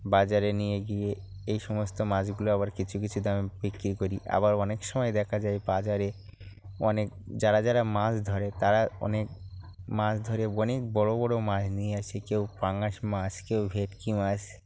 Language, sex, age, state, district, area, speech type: Bengali, male, 45-60, West Bengal, North 24 Parganas, rural, spontaneous